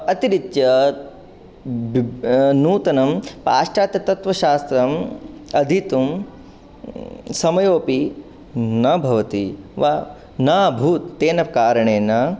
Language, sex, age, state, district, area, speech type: Sanskrit, male, 18-30, Rajasthan, Jodhpur, urban, spontaneous